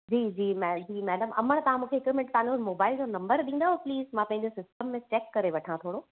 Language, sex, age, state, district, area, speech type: Sindhi, female, 30-45, Gujarat, Surat, urban, conversation